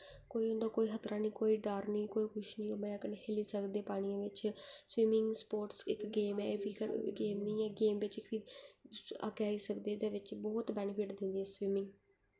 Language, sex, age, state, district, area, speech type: Dogri, female, 18-30, Jammu and Kashmir, Kathua, urban, spontaneous